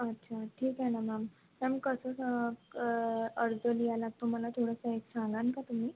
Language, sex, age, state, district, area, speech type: Marathi, female, 30-45, Maharashtra, Nagpur, rural, conversation